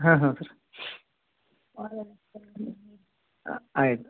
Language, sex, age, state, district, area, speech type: Kannada, male, 30-45, Karnataka, Gadag, rural, conversation